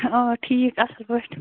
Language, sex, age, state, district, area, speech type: Kashmiri, female, 30-45, Jammu and Kashmir, Bandipora, rural, conversation